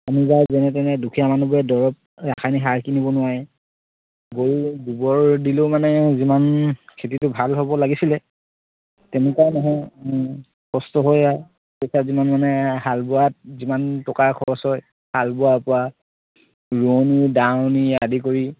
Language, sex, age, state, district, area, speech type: Assamese, male, 30-45, Assam, Charaideo, rural, conversation